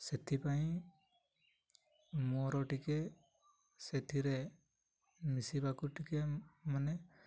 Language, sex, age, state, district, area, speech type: Odia, male, 18-30, Odisha, Mayurbhanj, rural, spontaneous